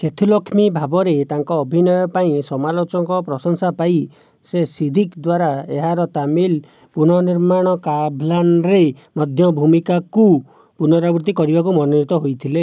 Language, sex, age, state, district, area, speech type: Odia, male, 45-60, Odisha, Jajpur, rural, read